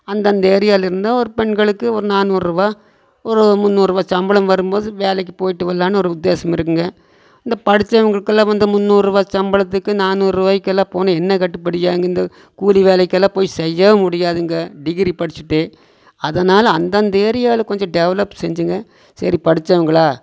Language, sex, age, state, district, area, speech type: Tamil, male, 45-60, Tamil Nadu, Coimbatore, rural, spontaneous